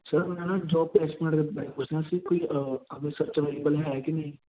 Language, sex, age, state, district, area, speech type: Punjabi, male, 30-45, Punjab, Amritsar, urban, conversation